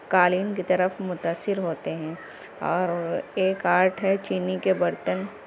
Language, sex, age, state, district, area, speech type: Urdu, female, 18-30, Uttar Pradesh, Gautam Buddha Nagar, rural, spontaneous